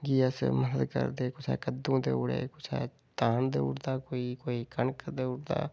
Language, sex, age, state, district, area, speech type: Dogri, male, 30-45, Jammu and Kashmir, Udhampur, rural, spontaneous